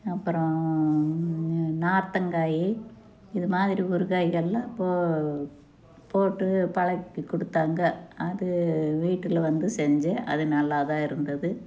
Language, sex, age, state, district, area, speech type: Tamil, female, 60+, Tamil Nadu, Tiruppur, rural, spontaneous